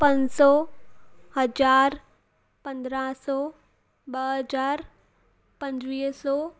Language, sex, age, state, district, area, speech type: Sindhi, female, 18-30, Gujarat, Surat, urban, spontaneous